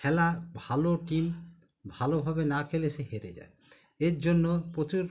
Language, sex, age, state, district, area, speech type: Bengali, male, 45-60, West Bengal, Howrah, urban, spontaneous